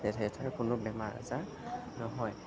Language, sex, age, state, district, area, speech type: Assamese, male, 30-45, Assam, Darrang, rural, spontaneous